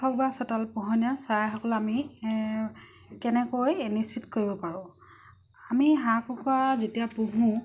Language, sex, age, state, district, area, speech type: Assamese, female, 30-45, Assam, Dibrugarh, rural, spontaneous